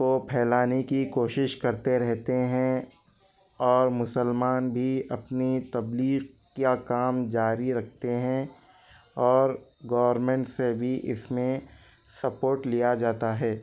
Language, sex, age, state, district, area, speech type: Urdu, male, 30-45, Telangana, Hyderabad, urban, spontaneous